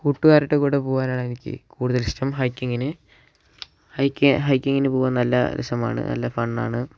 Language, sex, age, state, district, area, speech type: Malayalam, male, 18-30, Kerala, Wayanad, rural, spontaneous